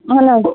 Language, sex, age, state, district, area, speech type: Kashmiri, female, 30-45, Jammu and Kashmir, Anantnag, rural, conversation